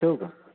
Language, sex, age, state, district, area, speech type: Marathi, male, 30-45, Maharashtra, Jalna, rural, conversation